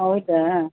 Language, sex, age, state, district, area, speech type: Kannada, female, 60+, Karnataka, Dakshina Kannada, rural, conversation